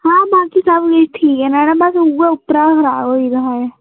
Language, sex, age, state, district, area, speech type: Dogri, female, 18-30, Jammu and Kashmir, Udhampur, rural, conversation